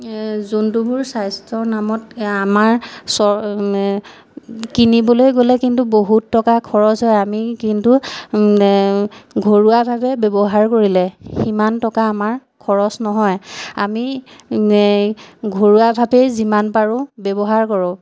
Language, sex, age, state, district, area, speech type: Assamese, female, 45-60, Assam, Majuli, urban, spontaneous